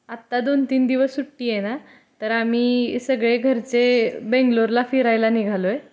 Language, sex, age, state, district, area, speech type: Marathi, female, 18-30, Maharashtra, Satara, urban, spontaneous